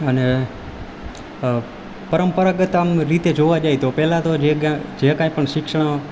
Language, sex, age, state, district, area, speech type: Gujarati, male, 18-30, Gujarat, Rajkot, rural, spontaneous